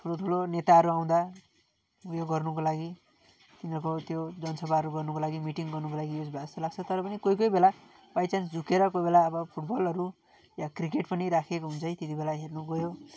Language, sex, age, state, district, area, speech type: Nepali, male, 45-60, West Bengal, Darjeeling, rural, spontaneous